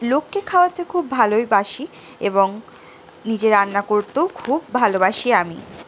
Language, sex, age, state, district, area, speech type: Bengali, female, 60+, West Bengal, Purulia, rural, spontaneous